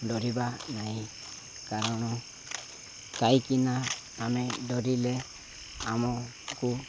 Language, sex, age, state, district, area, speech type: Odia, male, 18-30, Odisha, Nabarangpur, urban, spontaneous